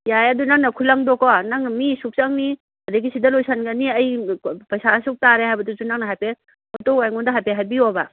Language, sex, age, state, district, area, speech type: Manipuri, female, 60+, Manipur, Kangpokpi, urban, conversation